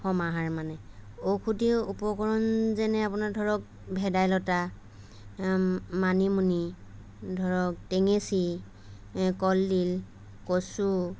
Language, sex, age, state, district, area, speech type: Assamese, female, 30-45, Assam, Lakhimpur, rural, spontaneous